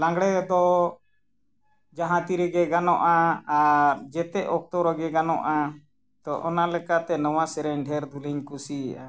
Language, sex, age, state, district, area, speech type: Santali, male, 60+, Jharkhand, Bokaro, rural, spontaneous